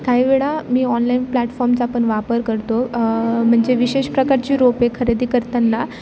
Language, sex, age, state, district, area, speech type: Marathi, female, 18-30, Maharashtra, Bhandara, rural, spontaneous